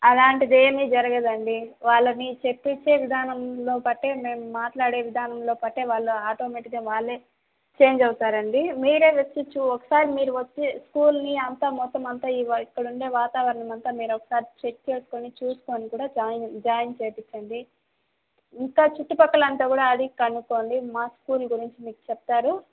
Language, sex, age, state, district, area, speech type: Telugu, female, 18-30, Andhra Pradesh, Chittoor, urban, conversation